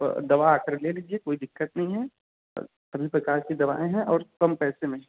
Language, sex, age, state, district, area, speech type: Hindi, male, 30-45, Uttar Pradesh, Varanasi, urban, conversation